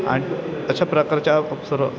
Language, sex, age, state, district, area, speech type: Marathi, male, 18-30, Maharashtra, Ratnagiri, urban, spontaneous